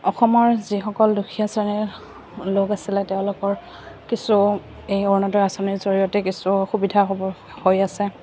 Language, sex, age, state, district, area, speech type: Assamese, female, 18-30, Assam, Goalpara, rural, spontaneous